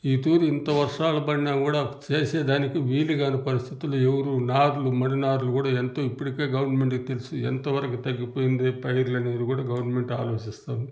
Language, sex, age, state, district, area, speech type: Telugu, male, 60+, Andhra Pradesh, Sri Balaji, urban, spontaneous